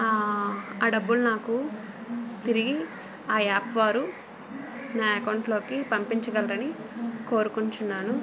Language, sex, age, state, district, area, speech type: Telugu, female, 45-60, Andhra Pradesh, Vizianagaram, rural, spontaneous